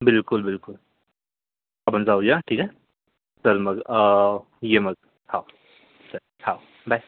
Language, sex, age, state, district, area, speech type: Marathi, male, 30-45, Maharashtra, Yavatmal, urban, conversation